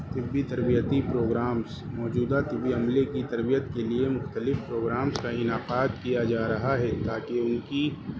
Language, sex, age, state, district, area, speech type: Urdu, male, 30-45, Delhi, East Delhi, urban, spontaneous